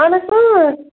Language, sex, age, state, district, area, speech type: Kashmiri, female, 30-45, Jammu and Kashmir, Baramulla, rural, conversation